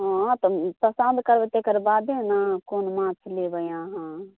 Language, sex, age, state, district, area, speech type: Maithili, female, 18-30, Bihar, Samastipur, rural, conversation